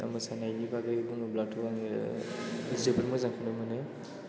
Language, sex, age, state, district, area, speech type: Bodo, male, 18-30, Assam, Chirang, rural, spontaneous